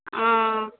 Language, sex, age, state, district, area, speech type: Maithili, female, 18-30, Bihar, Supaul, rural, conversation